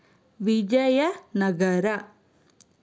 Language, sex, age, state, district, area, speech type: Kannada, female, 30-45, Karnataka, Chikkaballapur, urban, spontaneous